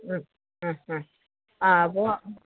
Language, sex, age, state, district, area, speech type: Malayalam, female, 30-45, Kerala, Kollam, rural, conversation